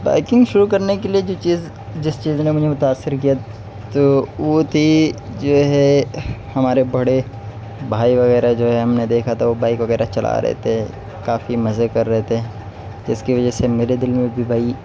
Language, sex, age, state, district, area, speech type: Urdu, male, 18-30, Uttar Pradesh, Siddharthnagar, rural, spontaneous